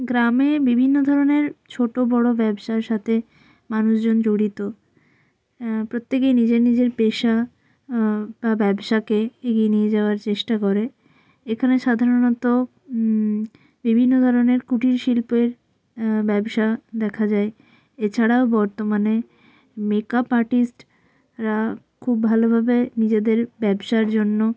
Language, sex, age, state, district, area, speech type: Bengali, female, 18-30, West Bengal, Jalpaiguri, rural, spontaneous